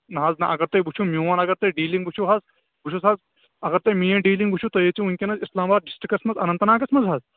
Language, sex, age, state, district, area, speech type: Kashmiri, male, 18-30, Jammu and Kashmir, Kulgam, rural, conversation